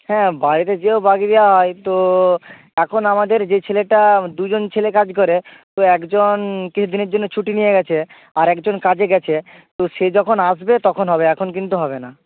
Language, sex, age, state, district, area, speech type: Bengali, male, 18-30, West Bengal, Hooghly, urban, conversation